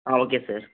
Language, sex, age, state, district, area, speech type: Tamil, male, 18-30, Tamil Nadu, Thanjavur, rural, conversation